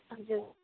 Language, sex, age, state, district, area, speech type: Nepali, female, 18-30, West Bengal, Kalimpong, rural, conversation